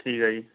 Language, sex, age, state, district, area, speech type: Punjabi, male, 30-45, Punjab, Shaheed Bhagat Singh Nagar, rural, conversation